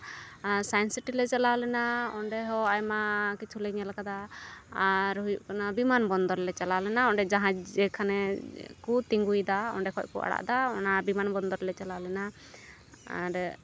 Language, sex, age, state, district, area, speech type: Santali, female, 18-30, West Bengal, Uttar Dinajpur, rural, spontaneous